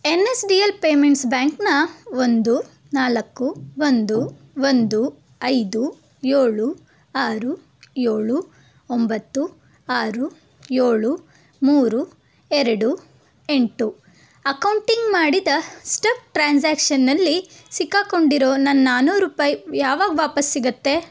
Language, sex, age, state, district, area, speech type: Kannada, female, 18-30, Karnataka, Chitradurga, urban, read